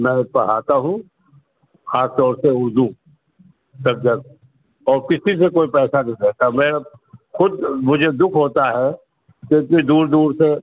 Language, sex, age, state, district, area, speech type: Urdu, male, 60+, Uttar Pradesh, Rampur, urban, conversation